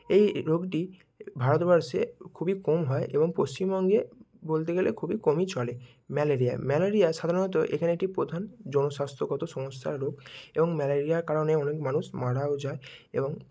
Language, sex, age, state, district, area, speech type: Bengali, male, 18-30, West Bengal, Bankura, urban, spontaneous